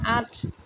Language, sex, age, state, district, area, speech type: Assamese, female, 45-60, Assam, Tinsukia, rural, read